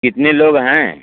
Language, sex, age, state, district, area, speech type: Hindi, male, 60+, Uttar Pradesh, Bhadohi, rural, conversation